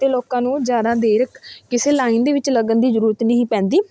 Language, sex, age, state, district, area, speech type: Punjabi, female, 18-30, Punjab, Fatehgarh Sahib, rural, spontaneous